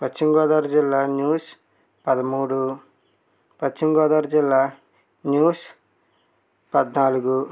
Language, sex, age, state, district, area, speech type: Telugu, male, 30-45, Andhra Pradesh, West Godavari, rural, spontaneous